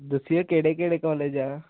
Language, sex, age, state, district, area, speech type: Punjabi, male, 18-30, Punjab, Hoshiarpur, rural, conversation